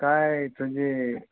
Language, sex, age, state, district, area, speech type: Marathi, male, 60+, Maharashtra, Mumbai Suburban, urban, conversation